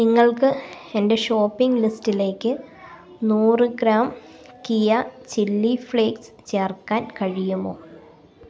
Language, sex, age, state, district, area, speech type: Malayalam, female, 18-30, Kerala, Kottayam, rural, read